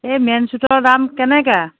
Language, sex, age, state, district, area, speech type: Assamese, female, 45-60, Assam, Biswanath, rural, conversation